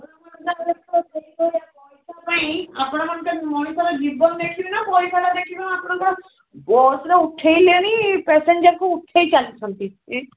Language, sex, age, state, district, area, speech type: Odia, female, 60+, Odisha, Gajapati, rural, conversation